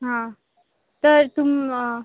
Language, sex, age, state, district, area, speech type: Marathi, female, 18-30, Maharashtra, Washim, rural, conversation